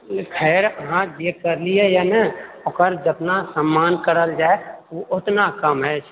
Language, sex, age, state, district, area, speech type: Maithili, male, 30-45, Bihar, Purnia, rural, conversation